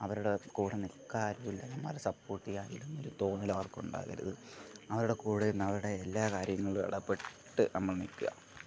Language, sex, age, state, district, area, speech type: Malayalam, male, 18-30, Kerala, Thiruvananthapuram, rural, spontaneous